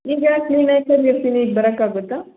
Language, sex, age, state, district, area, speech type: Kannada, female, 18-30, Karnataka, Hassan, rural, conversation